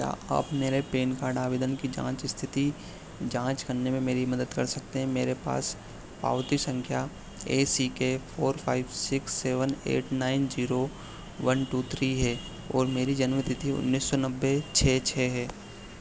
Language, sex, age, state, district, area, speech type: Hindi, male, 30-45, Madhya Pradesh, Harda, urban, read